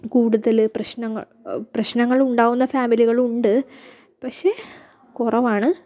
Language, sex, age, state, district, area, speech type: Malayalam, female, 30-45, Kerala, Kasaragod, rural, spontaneous